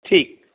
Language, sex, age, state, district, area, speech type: Maithili, male, 45-60, Bihar, Saharsa, urban, conversation